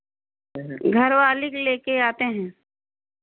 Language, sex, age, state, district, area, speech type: Hindi, female, 45-60, Uttar Pradesh, Pratapgarh, rural, conversation